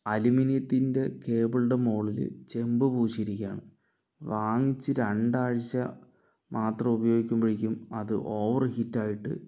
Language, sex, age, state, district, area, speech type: Malayalam, male, 60+, Kerala, Palakkad, rural, spontaneous